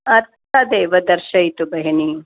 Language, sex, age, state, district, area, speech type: Sanskrit, female, 45-60, Tamil Nadu, Thanjavur, urban, conversation